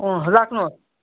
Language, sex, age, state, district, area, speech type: Nepali, female, 60+, West Bengal, Jalpaiguri, rural, conversation